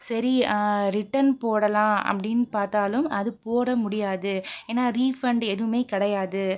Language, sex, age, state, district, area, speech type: Tamil, female, 18-30, Tamil Nadu, Pudukkottai, rural, spontaneous